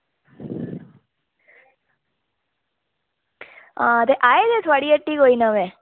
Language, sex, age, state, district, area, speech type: Dogri, female, 18-30, Jammu and Kashmir, Reasi, rural, conversation